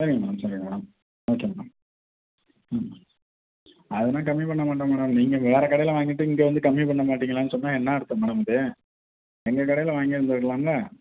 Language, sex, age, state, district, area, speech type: Tamil, male, 30-45, Tamil Nadu, Tiruvarur, rural, conversation